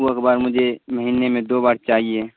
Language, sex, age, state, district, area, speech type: Urdu, male, 18-30, Bihar, Supaul, rural, conversation